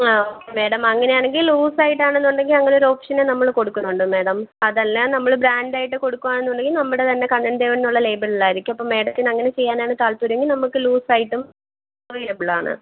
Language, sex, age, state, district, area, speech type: Malayalam, female, 18-30, Kerala, Thiruvananthapuram, rural, conversation